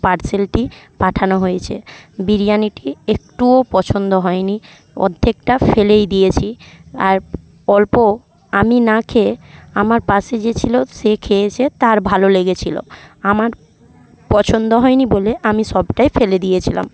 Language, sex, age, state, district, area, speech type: Bengali, female, 60+, West Bengal, Jhargram, rural, spontaneous